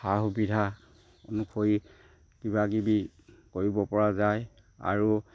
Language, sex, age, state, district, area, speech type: Assamese, male, 60+, Assam, Sivasagar, rural, spontaneous